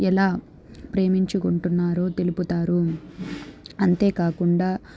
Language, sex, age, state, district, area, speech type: Telugu, female, 18-30, Andhra Pradesh, Chittoor, urban, spontaneous